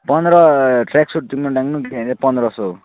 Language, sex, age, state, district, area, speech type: Nepali, male, 18-30, West Bengal, Kalimpong, rural, conversation